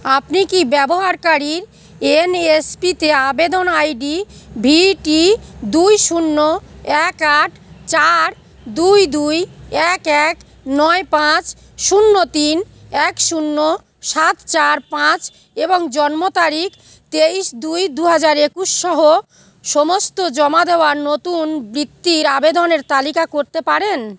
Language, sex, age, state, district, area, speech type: Bengali, female, 45-60, West Bengal, South 24 Parganas, rural, read